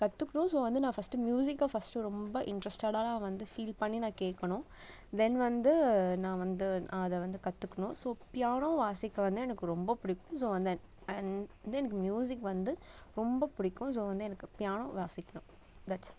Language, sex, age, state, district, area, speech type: Tamil, female, 18-30, Tamil Nadu, Nagapattinam, rural, spontaneous